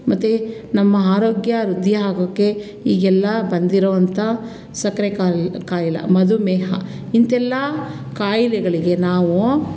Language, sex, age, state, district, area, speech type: Kannada, female, 45-60, Karnataka, Mandya, rural, spontaneous